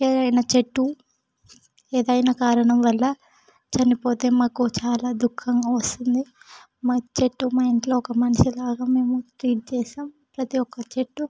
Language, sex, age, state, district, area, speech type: Telugu, female, 18-30, Telangana, Hyderabad, rural, spontaneous